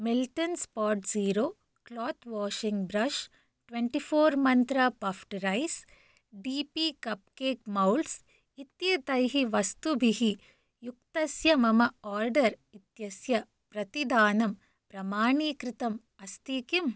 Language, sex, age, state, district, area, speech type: Sanskrit, female, 18-30, Karnataka, Shimoga, urban, read